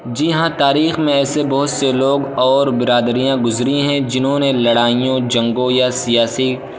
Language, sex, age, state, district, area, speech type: Urdu, male, 18-30, Uttar Pradesh, Balrampur, rural, spontaneous